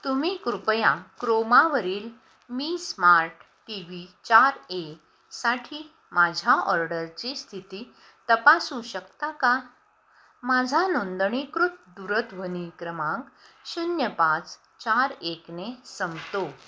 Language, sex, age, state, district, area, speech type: Marathi, female, 60+, Maharashtra, Nashik, urban, read